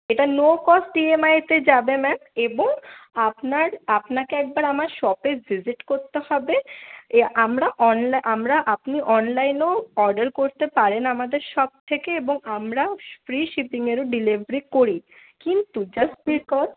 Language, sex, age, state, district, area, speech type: Bengali, female, 18-30, West Bengal, Paschim Bardhaman, rural, conversation